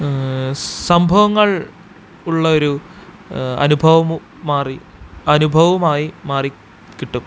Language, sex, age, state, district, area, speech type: Malayalam, male, 18-30, Kerala, Thrissur, urban, spontaneous